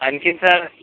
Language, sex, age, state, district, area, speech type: Marathi, male, 18-30, Maharashtra, Washim, rural, conversation